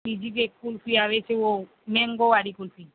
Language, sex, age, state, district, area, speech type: Gujarati, female, 30-45, Gujarat, Aravalli, urban, conversation